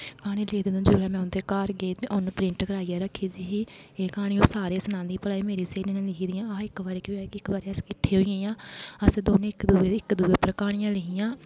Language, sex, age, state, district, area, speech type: Dogri, female, 18-30, Jammu and Kashmir, Kathua, rural, spontaneous